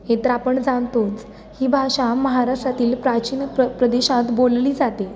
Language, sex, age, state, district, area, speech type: Marathi, female, 18-30, Maharashtra, Satara, urban, spontaneous